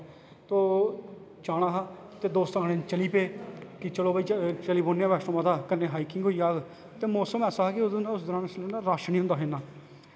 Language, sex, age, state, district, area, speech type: Dogri, male, 30-45, Jammu and Kashmir, Kathua, urban, spontaneous